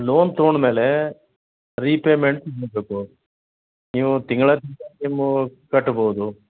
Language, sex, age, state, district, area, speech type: Kannada, male, 60+, Karnataka, Gulbarga, urban, conversation